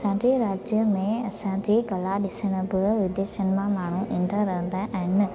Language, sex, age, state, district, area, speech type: Sindhi, female, 18-30, Gujarat, Junagadh, urban, spontaneous